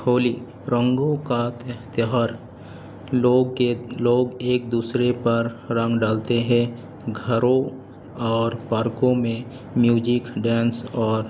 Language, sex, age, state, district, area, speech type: Urdu, male, 30-45, Delhi, North East Delhi, urban, spontaneous